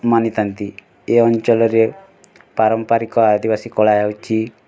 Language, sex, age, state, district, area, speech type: Odia, male, 18-30, Odisha, Bargarh, urban, spontaneous